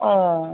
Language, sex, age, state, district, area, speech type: Bengali, female, 30-45, West Bengal, Kolkata, urban, conversation